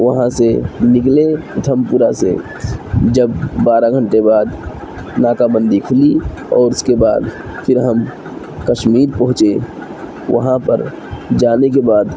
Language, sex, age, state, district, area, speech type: Urdu, male, 18-30, Uttar Pradesh, Siddharthnagar, rural, spontaneous